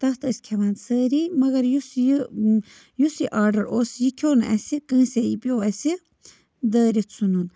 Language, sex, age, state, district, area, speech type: Kashmiri, female, 30-45, Jammu and Kashmir, Budgam, rural, spontaneous